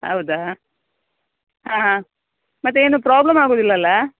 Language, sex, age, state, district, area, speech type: Kannada, female, 30-45, Karnataka, Dakshina Kannada, rural, conversation